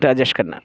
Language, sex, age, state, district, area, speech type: Malayalam, male, 45-60, Kerala, Alappuzha, rural, spontaneous